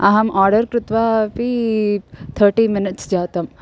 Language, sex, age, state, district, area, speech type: Sanskrit, female, 18-30, Andhra Pradesh, N T Rama Rao, urban, spontaneous